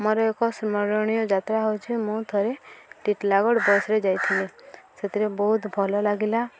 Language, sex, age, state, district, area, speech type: Odia, female, 18-30, Odisha, Subarnapur, rural, spontaneous